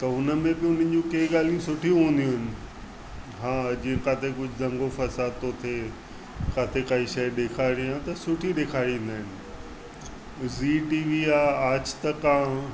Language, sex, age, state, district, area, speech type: Sindhi, male, 45-60, Maharashtra, Mumbai Suburban, urban, spontaneous